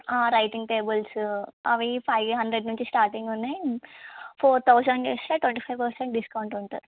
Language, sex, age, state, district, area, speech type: Telugu, female, 18-30, Telangana, Sangareddy, urban, conversation